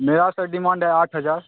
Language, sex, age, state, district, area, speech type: Hindi, male, 18-30, Bihar, Begusarai, rural, conversation